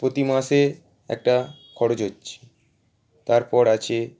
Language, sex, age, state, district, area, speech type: Bengali, male, 18-30, West Bengal, Howrah, urban, spontaneous